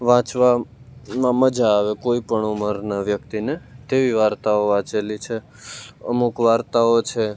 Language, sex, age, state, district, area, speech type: Gujarati, male, 18-30, Gujarat, Rajkot, rural, spontaneous